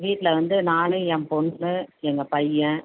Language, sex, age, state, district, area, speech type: Tamil, female, 60+, Tamil Nadu, Tenkasi, urban, conversation